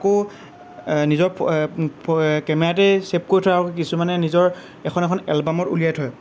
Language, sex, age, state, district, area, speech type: Assamese, male, 18-30, Assam, Lakhimpur, rural, spontaneous